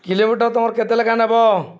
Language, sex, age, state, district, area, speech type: Odia, male, 45-60, Odisha, Balangir, urban, spontaneous